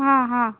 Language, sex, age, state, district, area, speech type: Marathi, female, 30-45, Maharashtra, Yavatmal, rural, conversation